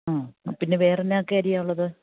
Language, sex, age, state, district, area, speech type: Malayalam, female, 45-60, Kerala, Idukki, rural, conversation